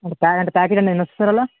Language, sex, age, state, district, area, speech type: Telugu, male, 18-30, Telangana, Medchal, urban, conversation